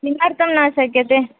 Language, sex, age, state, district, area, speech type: Sanskrit, female, 18-30, Karnataka, Dharwad, urban, conversation